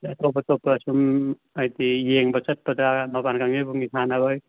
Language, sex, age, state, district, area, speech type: Manipuri, male, 18-30, Manipur, Churachandpur, rural, conversation